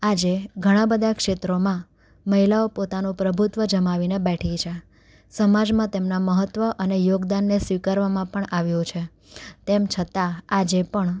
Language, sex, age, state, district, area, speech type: Gujarati, female, 18-30, Gujarat, Anand, urban, spontaneous